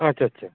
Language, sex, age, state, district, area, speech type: Santali, male, 30-45, West Bengal, Purba Bardhaman, rural, conversation